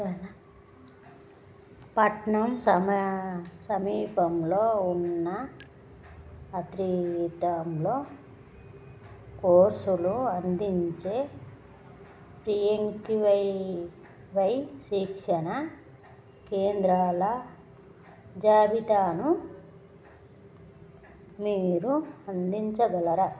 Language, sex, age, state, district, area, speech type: Telugu, female, 30-45, Telangana, Jagtial, rural, read